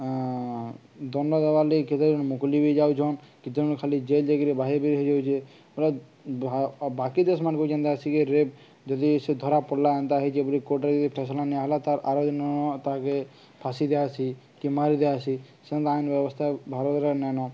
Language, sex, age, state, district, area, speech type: Odia, male, 18-30, Odisha, Subarnapur, rural, spontaneous